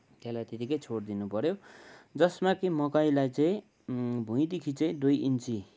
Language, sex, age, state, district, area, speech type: Nepali, male, 60+, West Bengal, Kalimpong, rural, spontaneous